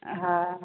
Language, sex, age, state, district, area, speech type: Maithili, female, 45-60, Bihar, Madhepura, urban, conversation